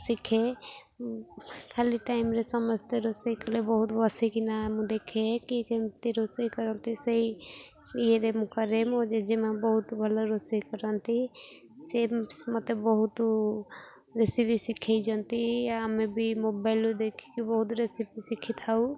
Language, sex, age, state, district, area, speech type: Odia, female, 18-30, Odisha, Jagatsinghpur, rural, spontaneous